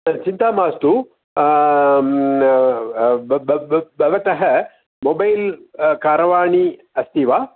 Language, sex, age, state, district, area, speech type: Sanskrit, male, 60+, Tamil Nadu, Coimbatore, urban, conversation